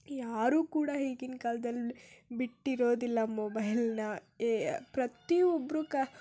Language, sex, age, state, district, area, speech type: Kannada, female, 18-30, Karnataka, Tumkur, urban, spontaneous